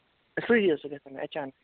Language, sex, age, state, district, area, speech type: Kashmiri, male, 18-30, Jammu and Kashmir, Baramulla, rural, conversation